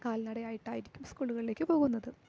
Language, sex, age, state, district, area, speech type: Malayalam, female, 18-30, Kerala, Malappuram, rural, spontaneous